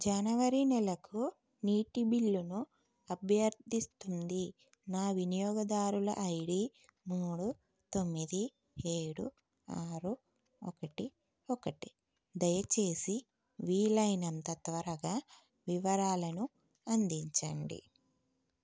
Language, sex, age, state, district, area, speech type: Telugu, female, 30-45, Telangana, Karimnagar, urban, read